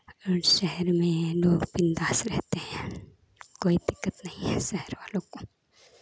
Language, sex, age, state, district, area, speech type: Hindi, female, 18-30, Uttar Pradesh, Chandauli, urban, spontaneous